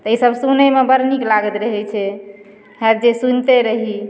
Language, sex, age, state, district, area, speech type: Maithili, female, 45-60, Bihar, Madhubani, rural, spontaneous